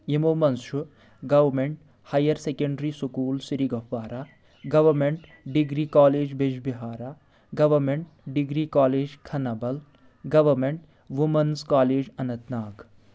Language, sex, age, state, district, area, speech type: Kashmiri, female, 18-30, Jammu and Kashmir, Anantnag, rural, spontaneous